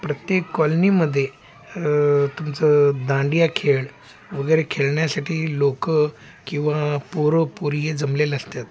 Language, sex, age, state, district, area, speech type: Marathi, male, 45-60, Maharashtra, Sangli, urban, spontaneous